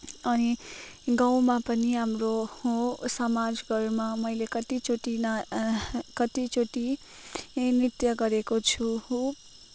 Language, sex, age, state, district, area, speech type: Nepali, female, 18-30, West Bengal, Kalimpong, rural, spontaneous